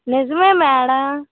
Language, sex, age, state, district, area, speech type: Telugu, female, 18-30, Andhra Pradesh, Vizianagaram, rural, conversation